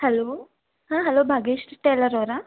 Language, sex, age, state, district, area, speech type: Kannada, female, 18-30, Karnataka, Gulbarga, urban, conversation